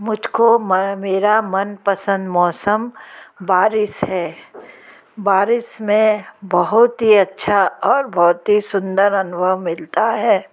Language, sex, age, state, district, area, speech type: Hindi, female, 60+, Madhya Pradesh, Gwalior, rural, spontaneous